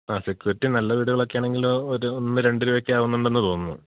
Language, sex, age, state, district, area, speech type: Malayalam, male, 30-45, Kerala, Idukki, rural, conversation